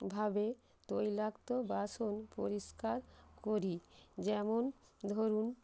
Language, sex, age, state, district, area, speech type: Bengali, female, 45-60, West Bengal, North 24 Parganas, urban, spontaneous